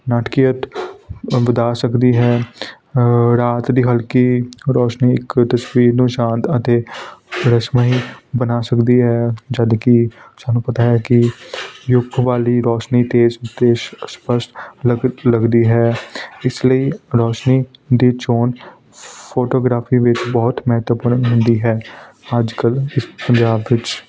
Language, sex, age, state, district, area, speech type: Punjabi, male, 18-30, Punjab, Hoshiarpur, urban, spontaneous